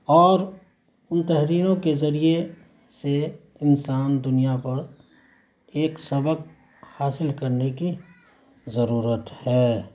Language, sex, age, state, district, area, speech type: Urdu, male, 45-60, Bihar, Saharsa, rural, spontaneous